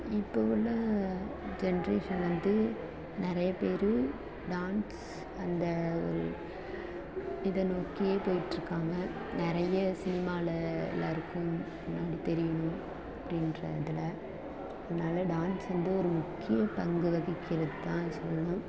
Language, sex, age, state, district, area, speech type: Tamil, female, 18-30, Tamil Nadu, Thanjavur, rural, spontaneous